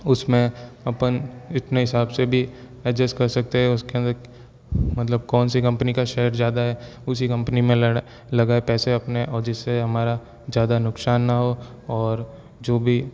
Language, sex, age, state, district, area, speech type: Hindi, male, 18-30, Rajasthan, Jodhpur, urban, spontaneous